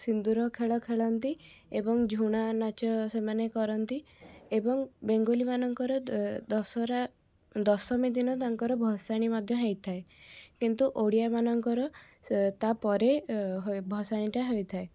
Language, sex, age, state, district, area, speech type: Odia, female, 18-30, Odisha, Cuttack, urban, spontaneous